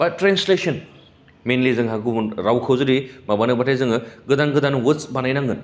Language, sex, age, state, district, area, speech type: Bodo, male, 30-45, Assam, Baksa, urban, spontaneous